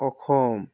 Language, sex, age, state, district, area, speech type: Assamese, male, 18-30, Assam, Charaideo, urban, spontaneous